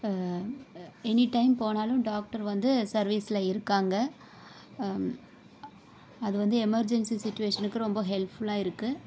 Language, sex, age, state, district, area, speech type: Tamil, female, 18-30, Tamil Nadu, Sivaganga, rural, spontaneous